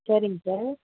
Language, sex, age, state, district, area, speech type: Tamil, female, 45-60, Tamil Nadu, Viluppuram, urban, conversation